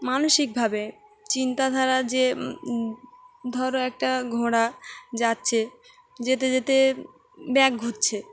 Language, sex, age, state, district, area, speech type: Bengali, female, 18-30, West Bengal, Dakshin Dinajpur, urban, spontaneous